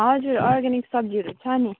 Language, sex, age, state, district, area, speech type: Nepali, female, 30-45, West Bengal, Alipurduar, rural, conversation